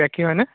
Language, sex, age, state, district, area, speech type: Assamese, male, 18-30, Assam, Charaideo, rural, conversation